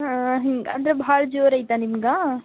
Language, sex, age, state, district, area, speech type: Kannada, female, 18-30, Karnataka, Gadag, rural, conversation